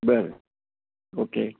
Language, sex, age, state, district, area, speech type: Marathi, male, 60+, Maharashtra, Kolhapur, urban, conversation